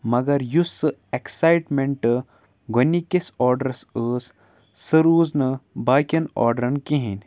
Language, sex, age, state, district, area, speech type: Kashmiri, male, 18-30, Jammu and Kashmir, Kupwara, rural, spontaneous